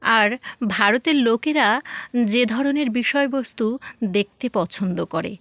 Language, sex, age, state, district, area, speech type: Bengali, female, 18-30, West Bengal, South 24 Parganas, rural, spontaneous